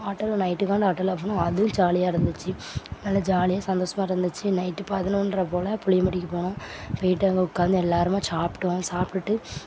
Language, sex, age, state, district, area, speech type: Tamil, female, 18-30, Tamil Nadu, Thoothukudi, rural, spontaneous